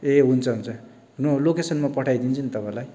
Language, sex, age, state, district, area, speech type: Nepali, male, 45-60, West Bengal, Darjeeling, rural, spontaneous